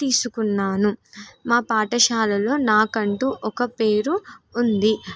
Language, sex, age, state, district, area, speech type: Telugu, female, 18-30, Telangana, Nirmal, rural, spontaneous